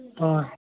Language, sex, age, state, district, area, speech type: Assamese, male, 60+, Assam, Charaideo, urban, conversation